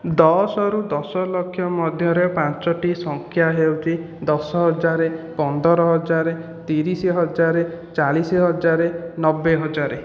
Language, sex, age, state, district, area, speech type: Odia, male, 18-30, Odisha, Khordha, rural, spontaneous